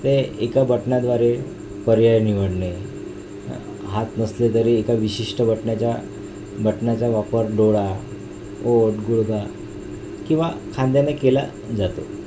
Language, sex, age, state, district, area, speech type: Marathi, male, 45-60, Maharashtra, Nagpur, urban, spontaneous